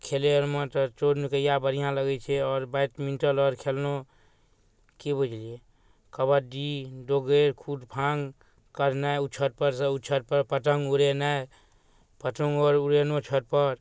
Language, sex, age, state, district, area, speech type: Maithili, male, 30-45, Bihar, Darbhanga, rural, spontaneous